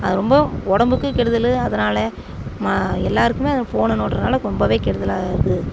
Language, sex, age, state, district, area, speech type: Tamil, female, 45-60, Tamil Nadu, Coimbatore, rural, spontaneous